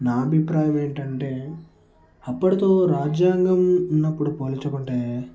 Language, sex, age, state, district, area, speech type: Telugu, male, 18-30, Telangana, Mancherial, rural, spontaneous